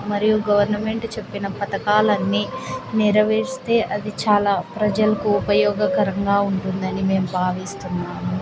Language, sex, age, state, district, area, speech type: Telugu, female, 18-30, Andhra Pradesh, Nandyal, rural, spontaneous